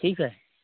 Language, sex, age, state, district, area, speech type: Hindi, male, 18-30, Uttar Pradesh, Ghazipur, rural, conversation